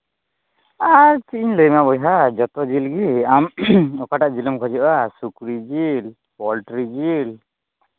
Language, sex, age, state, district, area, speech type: Santali, male, 18-30, Jharkhand, Pakur, rural, conversation